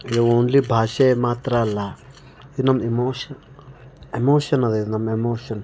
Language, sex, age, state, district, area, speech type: Kannada, male, 30-45, Karnataka, Bidar, urban, spontaneous